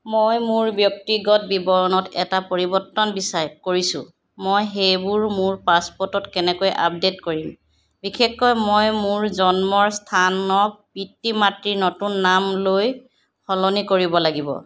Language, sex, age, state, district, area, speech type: Assamese, female, 60+, Assam, Charaideo, urban, read